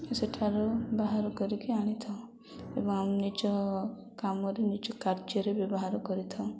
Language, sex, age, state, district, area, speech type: Odia, female, 18-30, Odisha, Koraput, urban, spontaneous